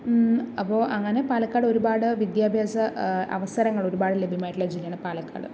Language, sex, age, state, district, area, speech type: Malayalam, female, 45-60, Kerala, Palakkad, rural, spontaneous